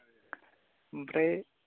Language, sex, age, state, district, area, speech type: Bodo, male, 18-30, Assam, Baksa, rural, conversation